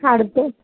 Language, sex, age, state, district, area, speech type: Malayalam, female, 30-45, Kerala, Alappuzha, rural, conversation